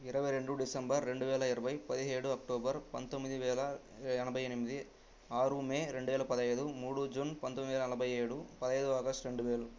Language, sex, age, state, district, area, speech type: Telugu, male, 18-30, Andhra Pradesh, Sri Balaji, rural, spontaneous